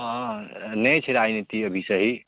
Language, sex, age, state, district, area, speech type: Maithili, male, 18-30, Bihar, Saharsa, rural, conversation